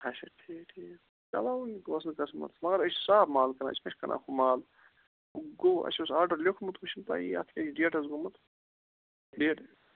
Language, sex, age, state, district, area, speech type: Kashmiri, male, 45-60, Jammu and Kashmir, Bandipora, rural, conversation